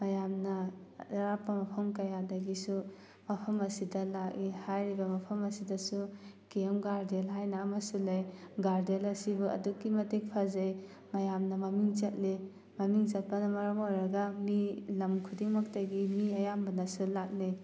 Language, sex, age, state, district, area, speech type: Manipuri, female, 18-30, Manipur, Thoubal, rural, spontaneous